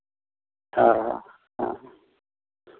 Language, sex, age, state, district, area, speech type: Hindi, male, 60+, Bihar, Madhepura, rural, conversation